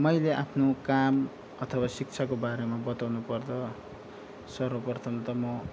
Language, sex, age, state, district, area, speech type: Nepali, male, 18-30, West Bengal, Darjeeling, rural, spontaneous